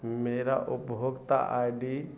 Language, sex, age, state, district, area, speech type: Hindi, male, 45-60, Bihar, Madhepura, rural, read